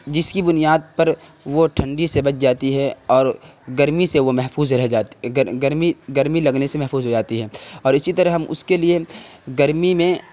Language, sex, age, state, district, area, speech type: Urdu, male, 30-45, Bihar, Khagaria, rural, spontaneous